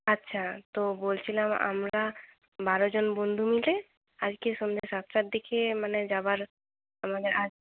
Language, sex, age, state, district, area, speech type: Bengali, female, 18-30, West Bengal, Purulia, rural, conversation